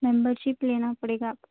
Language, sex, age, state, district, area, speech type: Urdu, female, 18-30, Telangana, Hyderabad, urban, conversation